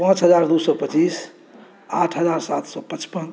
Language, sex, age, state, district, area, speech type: Maithili, male, 45-60, Bihar, Saharsa, urban, spontaneous